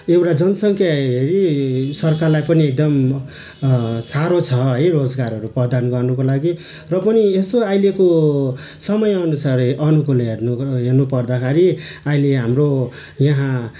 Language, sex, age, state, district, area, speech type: Nepali, male, 30-45, West Bengal, Darjeeling, rural, spontaneous